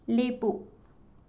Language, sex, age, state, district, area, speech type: Manipuri, female, 18-30, Manipur, Imphal West, rural, read